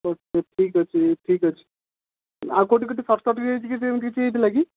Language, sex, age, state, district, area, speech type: Odia, male, 30-45, Odisha, Sundergarh, urban, conversation